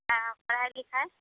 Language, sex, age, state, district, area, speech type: Maithili, female, 45-60, Bihar, Muzaffarpur, rural, conversation